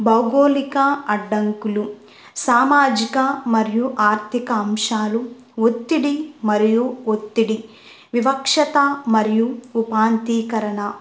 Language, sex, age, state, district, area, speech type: Telugu, female, 18-30, Andhra Pradesh, Kurnool, rural, spontaneous